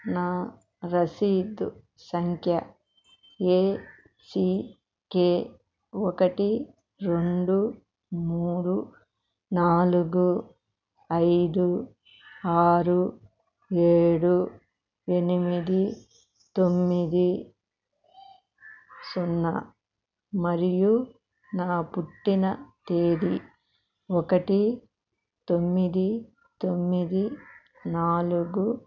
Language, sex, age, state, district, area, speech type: Telugu, female, 60+, Andhra Pradesh, Krishna, urban, read